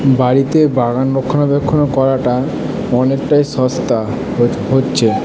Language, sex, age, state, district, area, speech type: Bengali, male, 30-45, West Bengal, Purba Bardhaman, urban, spontaneous